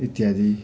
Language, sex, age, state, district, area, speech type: Nepali, male, 30-45, West Bengal, Darjeeling, rural, spontaneous